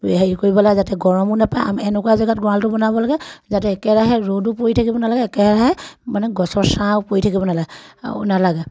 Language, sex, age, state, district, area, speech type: Assamese, female, 30-45, Assam, Sivasagar, rural, spontaneous